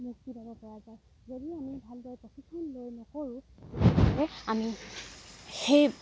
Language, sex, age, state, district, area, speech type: Assamese, female, 45-60, Assam, Dibrugarh, rural, spontaneous